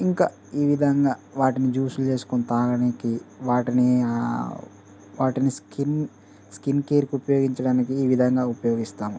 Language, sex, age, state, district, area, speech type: Telugu, male, 18-30, Telangana, Mancherial, rural, spontaneous